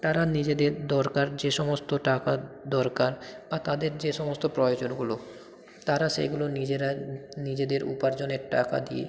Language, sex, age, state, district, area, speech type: Bengali, male, 18-30, West Bengal, South 24 Parganas, rural, spontaneous